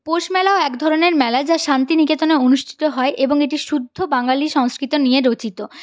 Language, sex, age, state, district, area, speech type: Bengali, female, 30-45, West Bengal, Purulia, urban, spontaneous